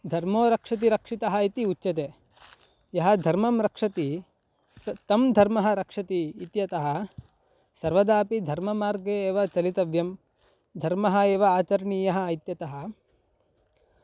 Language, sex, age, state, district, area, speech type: Sanskrit, male, 18-30, Karnataka, Chikkaballapur, rural, spontaneous